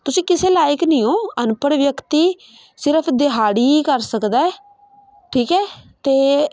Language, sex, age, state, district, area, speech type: Punjabi, female, 18-30, Punjab, Patiala, urban, spontaneous